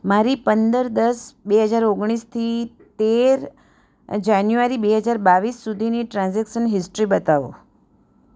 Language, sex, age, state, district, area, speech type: Gujarati, female, 60+, Gujarat, Surat, urban, read